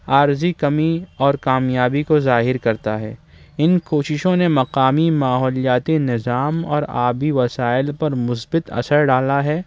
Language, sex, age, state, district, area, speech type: Urdu, male, 18-30, Maharashtra, Nashik, urban, spontaneous